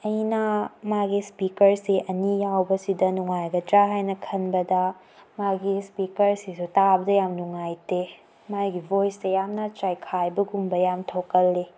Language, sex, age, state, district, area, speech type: Manipuri, female, 18-30, Manipur, Tengnoupal, urban, spontaneous